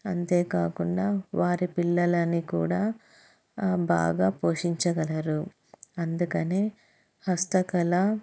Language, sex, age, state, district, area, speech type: Telugu, female, 30-45, Andhra Pradesh, Anantapur, urban, spontaneous